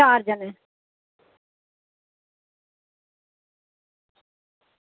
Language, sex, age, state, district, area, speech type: Dogri, female, 45-60, Jammu and Kashmir, Samba, rural, conversation